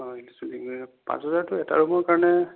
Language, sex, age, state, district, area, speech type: Assamese, female, 18-30, Assam, Sonitpur, rural, conversation